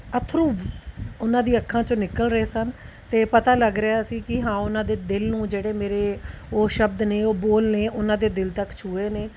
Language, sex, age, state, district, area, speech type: Punjabi, female, 30-45, Punjab, Tarn Taran, urban, spontaneous